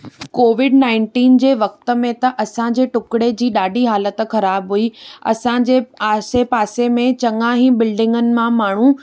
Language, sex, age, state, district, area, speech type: Sindhi, female, 18-30, Maharashtra, Thane, urban, spontaneous